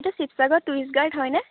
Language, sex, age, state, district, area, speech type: Assamese, female, 18-30, Assam, Majuli, urban, conversation